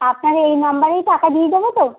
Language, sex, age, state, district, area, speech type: Bengali, female, 45-60, West Bengal, Uttar Dinajpur, urban, conversation